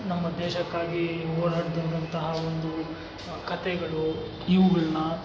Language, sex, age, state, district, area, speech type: Kannada, male, 60+, Karnataka, Kolar, rural, spontaneous